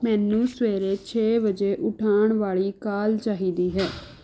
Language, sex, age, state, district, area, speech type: Punjabi, female, 18-30, Punjab, Rupnagar, urban, read